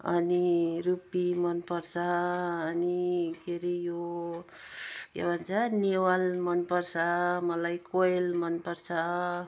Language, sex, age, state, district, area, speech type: Nepali, female, 60+, West Bengal, Jalpaiguri, urban, spontaneous